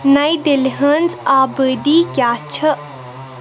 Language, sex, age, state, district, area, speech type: Kashmiri, female, 18-30, Jammu and Kashmir, Baramulla, rural, read